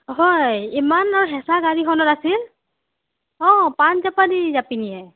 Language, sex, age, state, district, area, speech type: Assamese, female, 45-60, Assam, Nagaon, rural, conversation